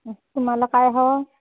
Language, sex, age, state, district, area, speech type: Marathi, female, 30-45, Maharashtra, Washim, rural, conversation